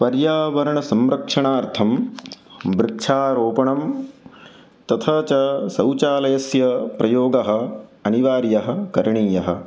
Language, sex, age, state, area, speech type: Sanskrit, male, 30-45, Madhya Pradesh, urban, spontaneous